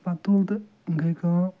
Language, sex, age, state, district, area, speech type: Kashmiri, male, 60+, Jammu and Kashmir, Ganderbal, urban, spontaneous